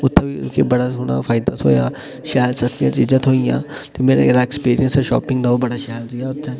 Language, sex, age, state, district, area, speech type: Dogri, male, 18-30, Jammu and Kashmir, Udhampur, urban, spontaneous